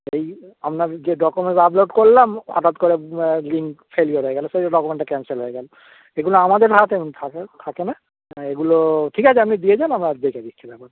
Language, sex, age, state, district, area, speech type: Bengali, male, 30-45, West Bengal, Darjeeling, urban, conversation